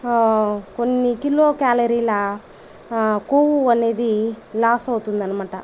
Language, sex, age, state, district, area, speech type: Telugu, female, 30-45, Andhra Pradesh, Sri Balaji, rural, spontaneous